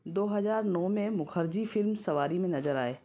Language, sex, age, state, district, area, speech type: Hindi, female, 45-60, Madhya Pradesh, Ujjain, urban, read